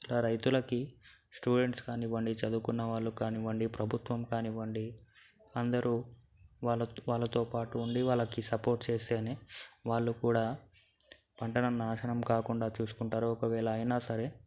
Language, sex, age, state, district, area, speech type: Telugu, male, 18-30, Telangana, Nalgonda, urban, spontaneous